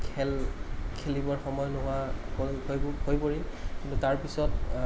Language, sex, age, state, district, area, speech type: Assamese, male, 30-45, Assam, Kamrup Metropolitan, urban, spontaneous